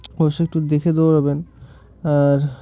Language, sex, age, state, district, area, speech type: Bengali, male, 18-30, West Bengal, Murshidabad, urban, spontaneous